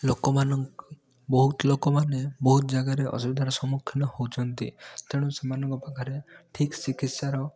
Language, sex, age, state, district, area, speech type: Odia, male, 18-30, Odisha, Rayagada, urban, spontaneous